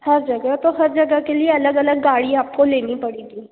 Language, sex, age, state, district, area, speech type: Hindi, female, 18-30, Madhya Pradesh, Betul, rural, conversation